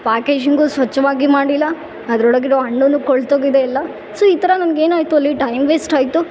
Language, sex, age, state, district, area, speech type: Kannada, female, 18-30, Karnataka, Bellary, urban, spontaneous